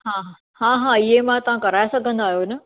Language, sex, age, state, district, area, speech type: Sindhi, female, 30-45, Maharashtra, Thane, urban, conversation